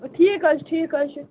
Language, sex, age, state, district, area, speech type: Kashmiri, female, 45-60, Jammu and Kashmir, Bandipora, urban, conversation